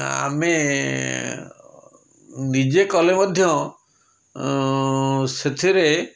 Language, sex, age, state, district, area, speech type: Odia, male, 60+, Odisha, Puri, urban, spontaneous